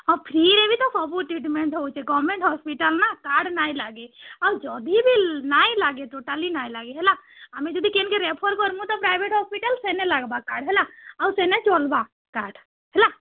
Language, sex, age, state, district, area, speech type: Odia, female, 60+, Odisha, Boudh, rural, conversation